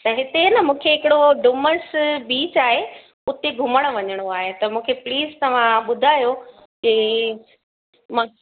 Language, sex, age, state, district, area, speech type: Sindhi, female, 45-60, Gujarat, Surat, urban, conversation